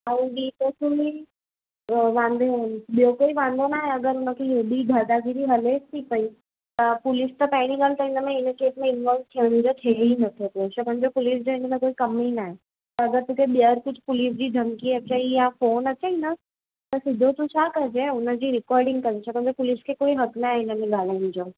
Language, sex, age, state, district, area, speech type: Sindhi, female, 18-30, Gujarat, Surat, urban, conversation